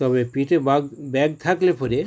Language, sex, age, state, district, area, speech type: Bengali, male, 45-60, West Bengal, Howrah, urban, spontaneous